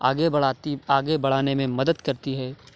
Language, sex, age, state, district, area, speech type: Urdu, male, 30-45, Uttar Pradesh, Lucknow, rural, spontaneous